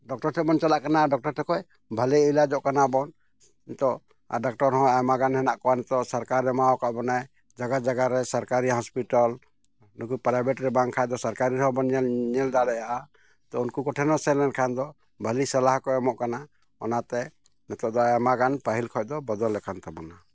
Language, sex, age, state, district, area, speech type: Santali, male, 45-60, Jharkhand, Bokaro, rural, spontaneous